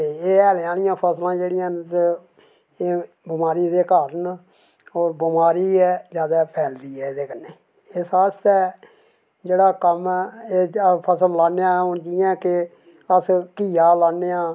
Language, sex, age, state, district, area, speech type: Dogri, male, 60+, Jammu and Kashmir, Reasi, rural, spontaneous